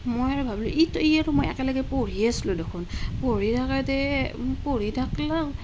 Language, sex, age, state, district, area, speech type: Assamese, female, 30-45, Assam, Nalbari, rural, spontaneous